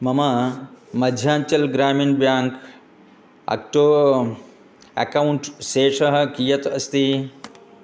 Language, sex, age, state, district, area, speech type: Sanskrit, male, 60+, Telangana, Hyderabad, urban, read